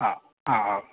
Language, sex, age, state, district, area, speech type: Malayalam, male, 30-45, Kerala, Idukki, rural, conversation